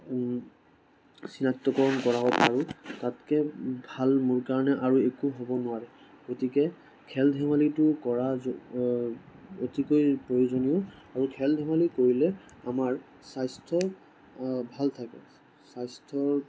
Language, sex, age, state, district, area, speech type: Assamese, male, 18-30, Assam, Sonitpur, urban, spontaneous